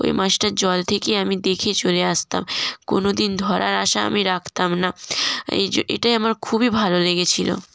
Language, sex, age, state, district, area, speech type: Bengali, female, 18-30, West Bengal, North 24 Parganas, rural, spontaneous